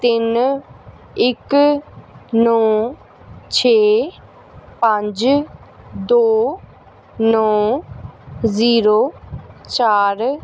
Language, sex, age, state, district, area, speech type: Punjabi, female, 18-30, Punjab, Gurdaspur, urban, read